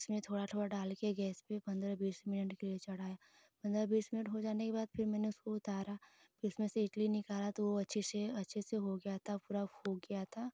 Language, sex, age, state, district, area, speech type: Hindi, female, 18-30, Uttar Pradesh, Ghazipur, rural, spontaneous